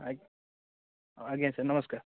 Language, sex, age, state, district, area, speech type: Odia, male, 18-30, Odisha, Nayagarh, rural, conversation